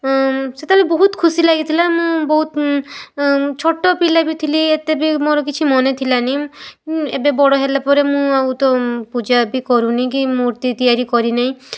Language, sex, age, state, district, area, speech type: Odia, female, 18-30, Odisha, Balasore, rural, spontaneous